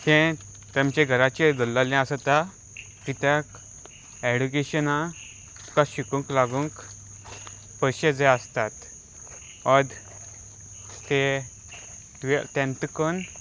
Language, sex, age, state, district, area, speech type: Goan Konkani, male, 18-30, Goa, Salcete, rural, spontaneous